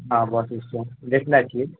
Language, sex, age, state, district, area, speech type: Maithili, male, 60+, Bihar, Purnia, urban, conversation